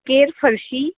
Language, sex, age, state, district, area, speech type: Marathi, female, 30-45, Maharashtra, Kolhapur, urban, conversation